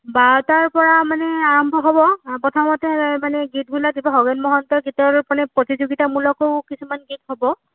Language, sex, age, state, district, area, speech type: Assamese, female, 30-45, Assam, Nagaon, rural, conversation